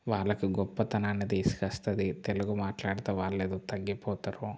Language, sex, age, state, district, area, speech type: Telugu, male, 18-30, Telangana, Mancherial, rural, spontaneous